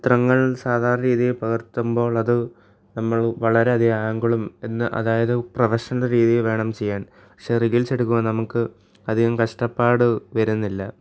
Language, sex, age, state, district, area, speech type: Malayalam, male, 18-30, Kerala, Alappuzha, rural, spontaneous